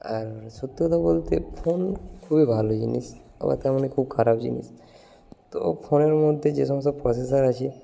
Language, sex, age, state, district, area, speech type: Bengali, male, 18-30, West Bengal, Bankura, rural, spontaneous